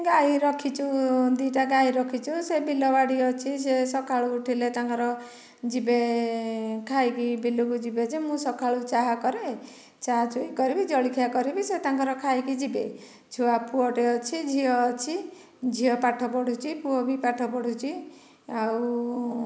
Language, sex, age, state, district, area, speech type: Odia, female, 45-60, Odisha, Dhenkanal, rural, spontaneous